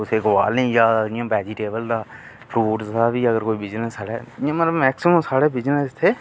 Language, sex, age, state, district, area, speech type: Dogri, male, 18-30, Jammu and Kashmir, Reasi, rural, spontaneous